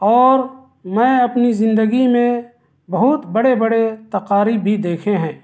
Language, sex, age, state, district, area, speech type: Urdu, male, 30-45, Delhi, South Delhi, urban, spontaneous